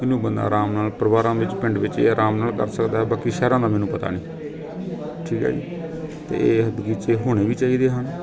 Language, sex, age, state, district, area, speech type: Punjabi, male, 30-45, Punjab, Gurdaspur, urban, spontaneous